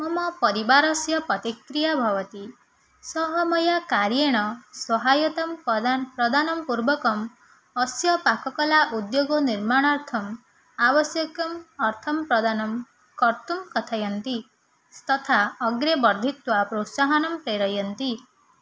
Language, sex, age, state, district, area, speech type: Sanskrit, female, 18-30, Odisha, Nayagarh, rural, spontaneous